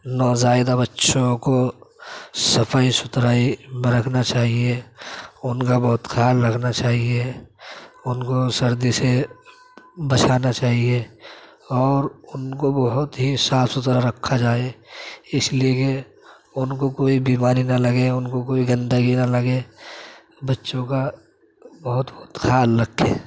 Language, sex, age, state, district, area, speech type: Urdu, male, 18-30, Delhi, Central Delhi, urban, spontaneous